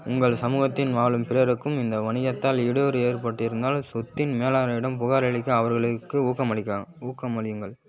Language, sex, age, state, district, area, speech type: Tamil, male, 18-30, Tamil Nadu, Kallakurichi, urban, read